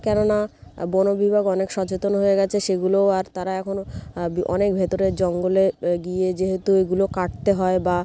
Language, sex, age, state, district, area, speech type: Bengali, female, 30-45, West Bengal, North 24 Parganas, rural, spontaneous